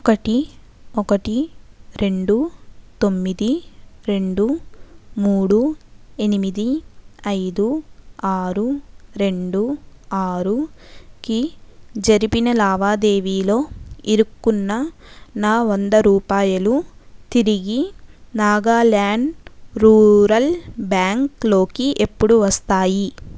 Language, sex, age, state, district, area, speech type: Telugu, female, 60+, Andhra Pradesh, Kakinada, rural, read